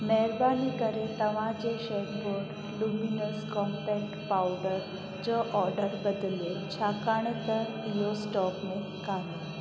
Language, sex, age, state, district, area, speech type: Sindhi, female, 18-30, Gujarat, Junagadh, rural, read